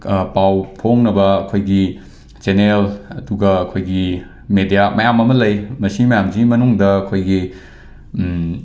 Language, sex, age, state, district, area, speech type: Manipuri, male, 18-30, Manipur, Imphal West, rural, spontaneous